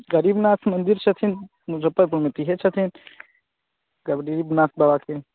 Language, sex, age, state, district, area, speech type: Maithili, male, 18-30, Bihar, Muzaffarpur, rural, conversation